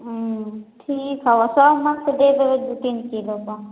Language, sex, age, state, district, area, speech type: Maithili, female, 18-30, Bihar, Samastipur, rural, conversation